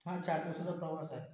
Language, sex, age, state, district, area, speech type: Marathi, male, 18-30, Maharashtra, Washim, rural, spontaneous